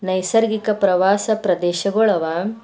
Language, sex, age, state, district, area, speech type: Kannada, female, 45-60, Karnataka, Bidar, urban, spontaneous